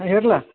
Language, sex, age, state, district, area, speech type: Kannada, male, 45-60, Karnataka, Belgaum, rural, conversation